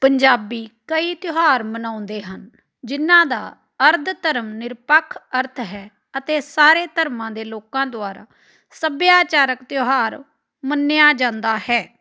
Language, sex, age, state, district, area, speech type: Punjabi, female, 45-60, Punjab, Amritsar, urban, read